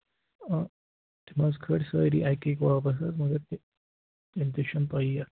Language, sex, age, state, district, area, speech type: Kashmiri, male, 18-30, Jammu and Kashmir, Pulwama, urban, conversation